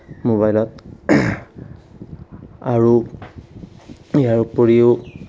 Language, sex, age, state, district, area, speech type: Assamese, male, 18-30, Assam, Darrang, rural, spontaneous